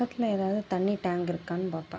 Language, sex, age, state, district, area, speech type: Tamil, female, 30-45, Tamil Nadu, Mayiladuthurai, urban, spontaneous